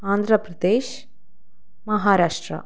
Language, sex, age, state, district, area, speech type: Malayalam, female, 30-45, Kerala, Kannur, rural, spontaneous